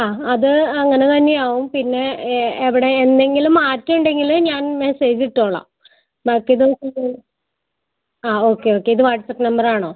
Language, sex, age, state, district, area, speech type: Malayalam, female, 30-45, Kerala, Ernakulam, rural, conversation